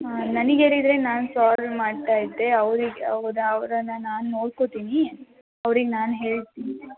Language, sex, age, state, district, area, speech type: Kannada, female, 18-30, Karnataka, Kolar, rural, conversation